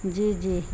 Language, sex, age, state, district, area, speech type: Urdu, female, 60+, Bihar, Gaya, urban, spontaneous